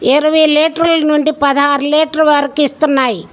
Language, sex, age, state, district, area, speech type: Telugu, female, 60+, Andhra Pradesh, Guntur, rural, spontaneous